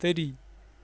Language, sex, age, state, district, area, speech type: Kashmiri, male, 30-45, Jammu and Kashmir, Kupwara, rural, read